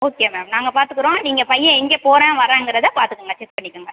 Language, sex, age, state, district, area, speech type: Tamil, female, 18-30, Tamil Nadu, Pudukkottai, rural, conversation